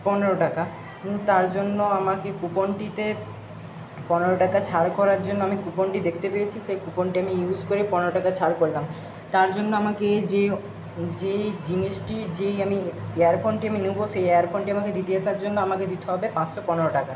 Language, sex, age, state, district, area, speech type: Bengali, male, 60+, West Bengal, Jhargram, rural, spontaneous